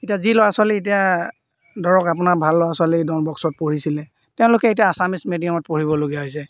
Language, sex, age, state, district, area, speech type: Assamese, male, 45-60, Assam, Golaghat, rural, spontaneous